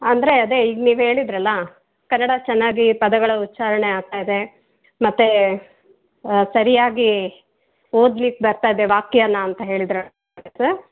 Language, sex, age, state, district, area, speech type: Kannada, female, 45-60, Karnataka, Chikkaballapur, rural, conversation